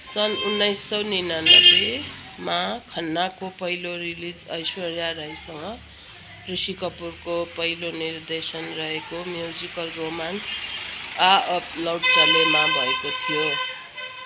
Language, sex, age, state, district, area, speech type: Nepali, female, 60+, West Bengal, Kalimpong, rural, read